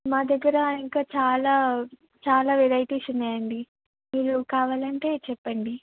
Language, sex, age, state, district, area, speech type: Telugu, female, 18-30, Telangana, Vikarabad, rural, conversation